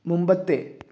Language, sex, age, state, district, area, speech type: Malayalam, male, 18-30, Kerala, Kozhikode, urban, read